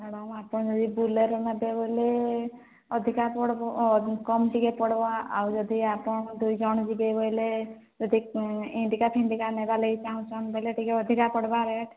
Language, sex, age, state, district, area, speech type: Odia, female, 30-45, Odisha, Sambalpur, rural, conversation